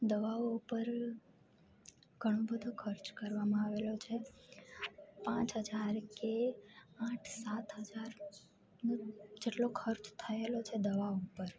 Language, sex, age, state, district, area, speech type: Gujarati, female, 18-30, Gujarat, Junagadh, rural, spontaneous